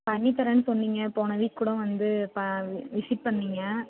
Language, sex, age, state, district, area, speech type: Tamil, female, 18-30, Tamil Nadu, Ariyalur, rural, conversation